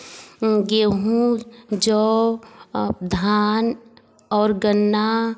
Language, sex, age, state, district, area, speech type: Hindi, female, 30-45, Uttar Pradesh, Varanasi, rural, spontaneous